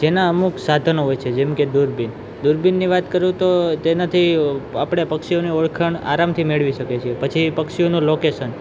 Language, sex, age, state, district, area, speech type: Gujarati, male, 18-30, Gujarat, Junagadh, urban, spontaneous